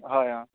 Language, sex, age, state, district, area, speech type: Assamese, male, 30-45, Assam, Biswanath, rural, conversation